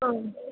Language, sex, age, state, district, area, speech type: Kannada, female, 18-30, Karnataka, Chitradurga, rural, conversation